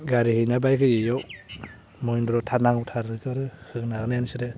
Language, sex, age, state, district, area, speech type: Bodo, male, 18-30, Assam, Baksa, rural, spontaneous